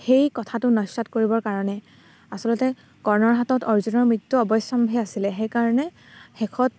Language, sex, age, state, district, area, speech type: Assamese, female, 30-45, Assam, Dibrugarh, rural, spontaneous